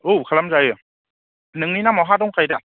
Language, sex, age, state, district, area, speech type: Bodo, male, 18-30, Assam, Kokrajhar, urban, conversation